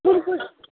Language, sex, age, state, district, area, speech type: Nepali, female, 18-30, West Bengal, Kalimpong, rural, conversation